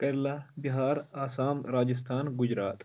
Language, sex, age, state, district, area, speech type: Kashmiri, male, 18-30, Jammu and Kashmir, Kulgam, urban, spontaneous